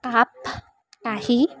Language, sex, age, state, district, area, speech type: Assamese, female, 18-30, Assam, Kamrup Metropolitan, urban, spontaneous